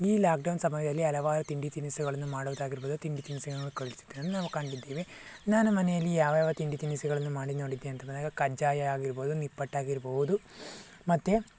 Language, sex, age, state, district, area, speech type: Kannada, male, 45-60, Karnataka, Tumkur, urban, spontaneous